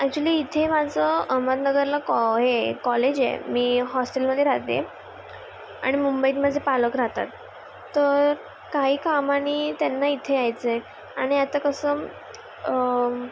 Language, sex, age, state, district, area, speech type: Marathi, female, 18-30, Maharashtra, Mumbai Suburban, urban, spontaneous